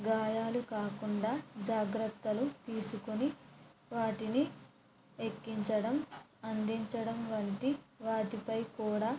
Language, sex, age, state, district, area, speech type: Telugu, female, 30-45, Andhra Pradesh, West Godavari, rural, spontaneous